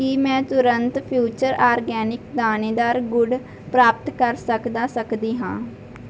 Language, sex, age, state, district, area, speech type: Punjabi, female, 18-30, Punjab, Mansa, rural, read